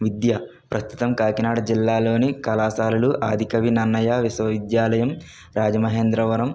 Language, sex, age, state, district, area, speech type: Telugu, male, 45-60, Andhra Pradesh, Kakinada, urban, spontaneous